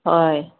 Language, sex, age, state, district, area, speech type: Manipuri, female, 30-45, Manipur, Senapati, rural, conversation